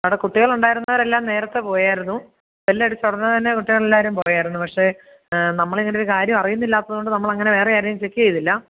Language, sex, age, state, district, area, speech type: Malayalam, female, 30-45, Kerala, Idukki, rural, conversation